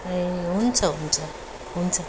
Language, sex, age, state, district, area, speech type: Nepali, female, 45-60, West Bengal, Darjeeling, rural, spontaneous